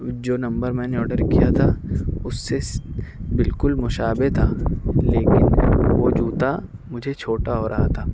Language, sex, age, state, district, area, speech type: Urdu, male, 45-60, Maharashtra, Nashik, urban, spontaneous